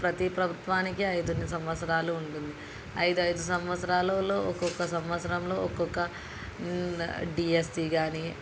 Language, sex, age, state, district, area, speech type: Telugu, female, 18-30, Andhra Pradesh, Krishna, urban, spontaneous